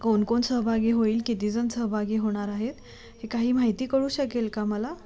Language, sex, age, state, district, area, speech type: Marathi, female, 18-30, Maharashtra, Sangli, urban, spontaneous